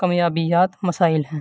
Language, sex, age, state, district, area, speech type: Urdu, male, 18-30, Uttar Pradesh, Saharanpur, urban, spontaneous